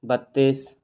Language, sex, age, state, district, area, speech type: Hindi, male, 18-30, Madhya Pradesh, Jabalpur, urban, spontaneous